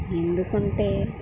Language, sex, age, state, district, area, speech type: Telugu, female, 30-45, Andhra Pradesh, Kurnool, rural, spontaneous